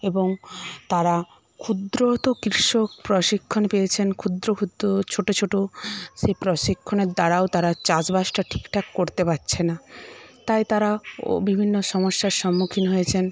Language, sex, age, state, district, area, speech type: Bengali, female, 45-60, West Bengal, Paschim Medinipur, rural, spontaneous